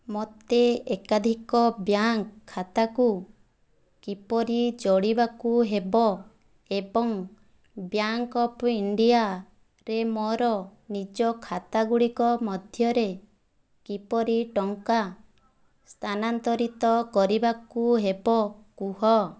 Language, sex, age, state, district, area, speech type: Odia, female, 18-30, Odisha, Kandhamal, rural, read